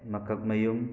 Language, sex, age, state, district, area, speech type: Manipuri, male, 45-60, Manipur, Thoubal, rural, spontaneous